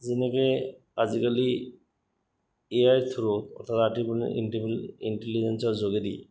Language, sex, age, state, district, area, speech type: Assamese, male, 30-45, Assam, Goalpara, urban, spontaneous